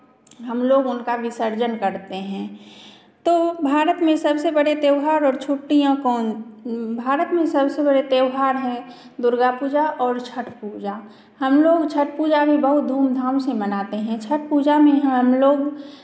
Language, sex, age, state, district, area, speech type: Hindi, female, 45-60, Bihar, Begusarai, rural, spontaneous